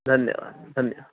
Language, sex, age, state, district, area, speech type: Sanskrit, male, 18-30, Uttar Pradesh, Pratapgarh, rural, conversation